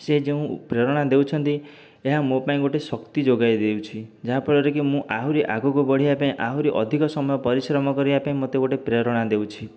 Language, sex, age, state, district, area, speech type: Odia, male, 30-45, Odisha, Dhenkanal, rural, spontaneous